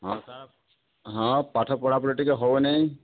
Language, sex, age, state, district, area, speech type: Odia, male, 60+, Odisha, Boudh, rural, conversation